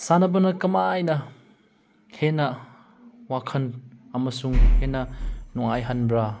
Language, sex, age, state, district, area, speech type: Manipuri, male, 30-45, Manipur, Chandel, rural, spontaneous